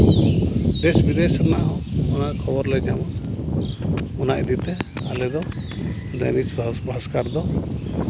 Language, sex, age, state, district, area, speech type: Santali, male, 30-45, Jharkhand, Seraikela Kharsawan, rural, spontaneous